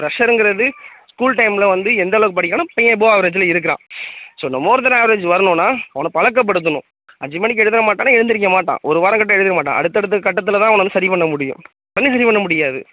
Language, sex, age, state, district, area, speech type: Tamil, male, 30-45, Tamil Nadu, Tiruvarur, rural, conversation